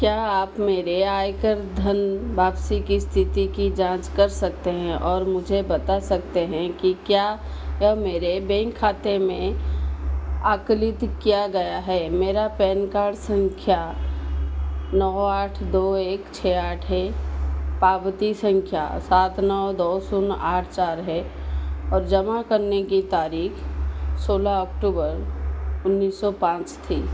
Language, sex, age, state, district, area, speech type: Hindi, female, 45-60, Madhya Pradesh, Chhindwara, rural, read